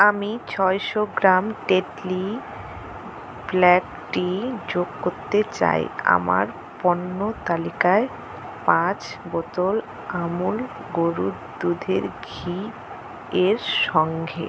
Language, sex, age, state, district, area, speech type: Bengali, female, 18-30, West Bengal, Alipurduar, rural, read